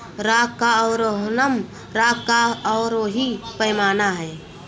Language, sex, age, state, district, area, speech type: Hindi, female, 30-45, Uttar Pradesh, Mirzapur, rural, read